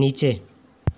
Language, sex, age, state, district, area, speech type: Hindi, male, 18-30, Rajasthan, Nagaur, rural, read